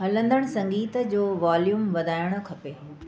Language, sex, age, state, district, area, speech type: Sindhi, female, 45-60, Delhi, South Delhi, urban, read